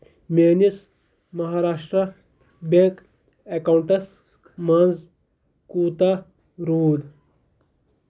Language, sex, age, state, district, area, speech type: Kashmiri, male, 18-30, Jammu and Kashmir, Pulwama, rural, read